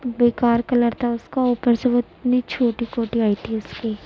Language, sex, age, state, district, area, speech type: Urdu, female, 18-30, Uttar Pradesh, Gautam Buddha Nagar, rural, spontaneous